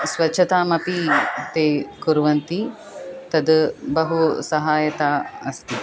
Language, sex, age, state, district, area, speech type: Sanskrit, female, 30-45, Tamil Nadu, Chennai, urban, spontaneous